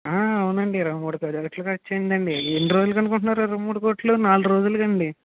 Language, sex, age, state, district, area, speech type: Telugu, male, 30-45, Andhra Pradesh, Kakinada, rural, conversation